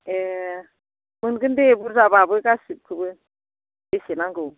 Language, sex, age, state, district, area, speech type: Bodo, female, 60+, Assam, Baksa, rural, conversation